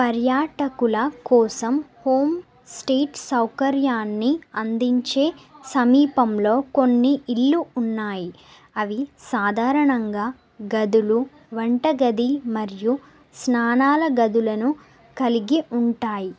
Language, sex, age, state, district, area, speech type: Telugu, female, 18-30, Telangana, Nagarkurnool, urban, spontaneous